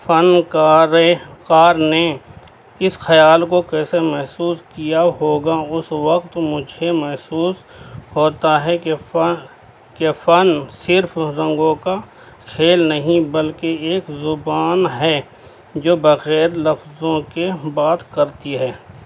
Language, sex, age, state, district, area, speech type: Urdu, male, 60+, Delhi, North East Delhi, urban, spontaneous